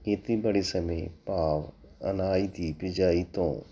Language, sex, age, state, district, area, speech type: Punjabi, male, 45-60, Punjab, Tarn Taran, urban, spontaneous